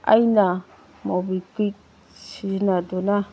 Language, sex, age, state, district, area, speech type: Manipuri, female, 45-60, Manipur, Kangpokpi, urban, read